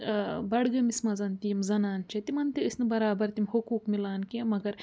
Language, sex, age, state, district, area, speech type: Kashmiri, female, 30-45, Jammu and Kashmir, Budgam, rural, spontaneous